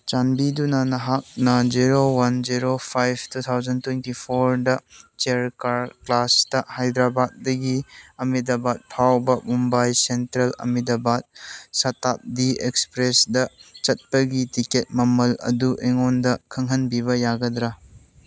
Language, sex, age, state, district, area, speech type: Manipuri, male, 18-30, Manipur, Churachandpur, rural, read